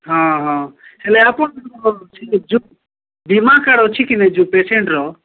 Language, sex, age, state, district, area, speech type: Odia, male, 45-60, Odisha, Nabarangpur, rural, conversation